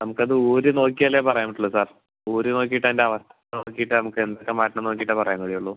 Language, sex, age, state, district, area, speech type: Malayalam, male, 18-30, Kerala, Palakkad, rural, conversation